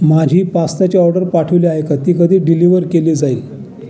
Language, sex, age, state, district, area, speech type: Marathi, male, 60+, Maharashtra, Raigad, urban, read